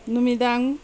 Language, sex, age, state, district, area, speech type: Manipuri, female, 45-60, Manipur, Tengnoupal, urban, spontaneous